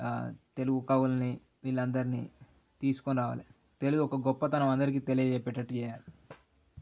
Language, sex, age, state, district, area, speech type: Telugu, male, 18-30, Telangana, Jangaon, rural, spontaneous